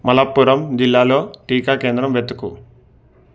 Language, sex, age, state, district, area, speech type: Telugu, male, 18-30, Telangana, Medchal, urban, read